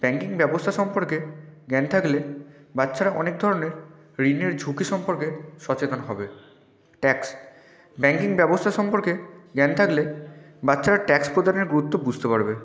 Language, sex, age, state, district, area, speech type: Bengali, male, 18-30, West Bengal, Bankura, urban, spontaneous